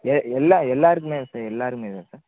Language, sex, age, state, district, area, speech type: Tamil, male, 18-30, Tamil Nadu, Thanjavur, rural, conversation